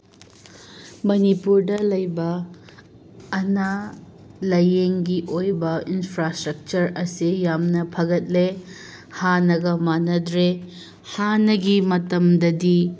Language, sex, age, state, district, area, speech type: Manipuri, female, 30-45, Manipur, Tengnoupal, urban, spontaneous